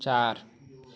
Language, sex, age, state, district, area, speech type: Hindi, male, 18-30, Uttar Pradesh, Chandauli, rural, read